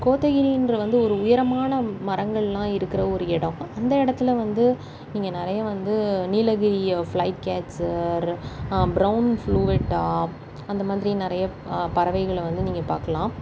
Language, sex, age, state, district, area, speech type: Tamil, female, 30-45, Tamil Nadu, Chennai, urban, spontaneous